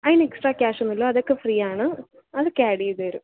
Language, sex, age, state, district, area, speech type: Malayalam, female, 18-30, Kerala, Alappuzha, rural, conversation